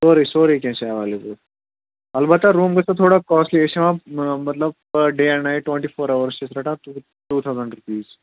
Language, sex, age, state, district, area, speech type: Kashmiri, male, 18-30, Jammu and Kashmir, Ganderbal, rural, conversation